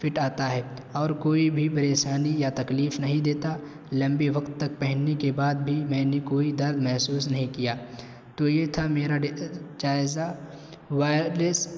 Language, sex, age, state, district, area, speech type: Urdu, male, 18-30, Uttar Pradesh, Balrampur, rural, spontaneous